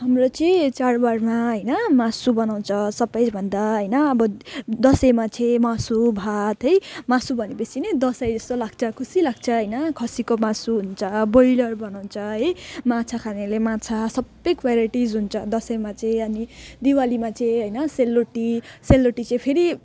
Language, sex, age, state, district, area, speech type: Nepali, female, 18-30, West Bengal, Jalpaiguri, rural, spontaneous